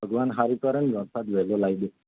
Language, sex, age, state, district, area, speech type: Gujarati, male, 30-45, Gujarat, Anand, urban, conversation